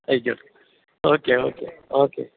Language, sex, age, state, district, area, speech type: Malayalam, male, 60+, Kerala, Alappuzha, rural, conversation